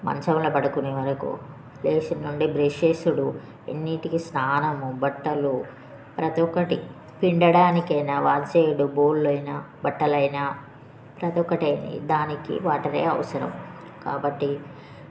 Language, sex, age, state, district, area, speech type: Telugu, female, 30-45, Telangana, Jagtial, rural, spontaneous